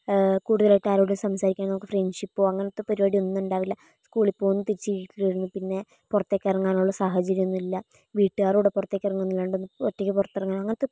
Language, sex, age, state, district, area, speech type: Malayalam, female, 18-30, Kerala, Wayanad, rural, spontaneous